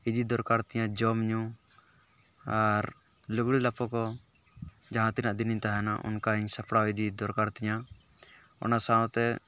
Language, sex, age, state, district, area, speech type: Santali, male, 18-30, West Bengal, Purulia, rural, spontaneous